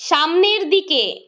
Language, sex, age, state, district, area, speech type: Bengali, female, 60+, West Bengal, Purulia, urban, read